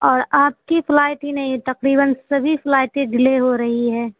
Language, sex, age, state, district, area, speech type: Urdu, female, 45-60, Bihar, Supaul, urban, conversation